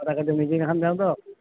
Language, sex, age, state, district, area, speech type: Assamese, male, 60+, Assam, Nalbari, rural, conversation